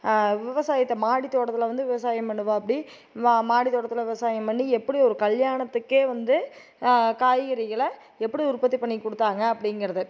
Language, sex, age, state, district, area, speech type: Tamil, female, 30-45, Tamil Nadu, Tiruppur, urban, spontaneous